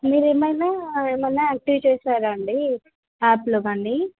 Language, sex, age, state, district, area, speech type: Telugu, female, 18-30, Andhra Pradesh, Nellore, urban, conversation